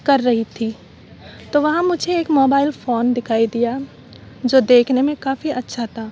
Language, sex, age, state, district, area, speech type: Urdu, female, 30-45, Uttar Pradesh, Aligarh, rural, spontaneous